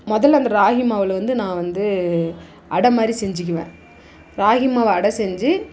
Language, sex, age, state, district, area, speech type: Tamil, female, 60+, Tamil Nadu, Dharmapuri, rural, spontaneous